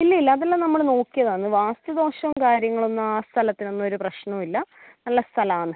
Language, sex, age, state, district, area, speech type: Malayalam, female, 18-30, Kerala, Kannur, rural, conversation